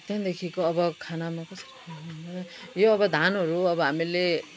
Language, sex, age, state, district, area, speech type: Nepali, female, 60+, West Bengal, Kalimpong, rural, spontaneous